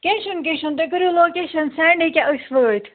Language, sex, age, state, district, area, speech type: Kashmiri, female, 18-30, Jammu and Kashmir, Budgam, rural, conversation